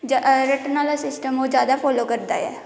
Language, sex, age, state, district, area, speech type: Dogri, female, 18-30, Jammu and Kashmir, Kathua, rural, spontaneous